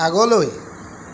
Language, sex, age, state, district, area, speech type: Assamese, male, 30-45, Assam, Jorhat, urban, read